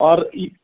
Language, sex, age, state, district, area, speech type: Maithili, male, 30-45, Bihar, Madhubani, rural, conversation